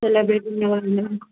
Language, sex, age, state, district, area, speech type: Telugu, female, 18-30, Andhra Pradesh, Srikakulam, urban, conversation